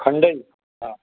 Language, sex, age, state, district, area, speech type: Sindhi, male, 45-60, Maharashtra, Thane, urban, conversation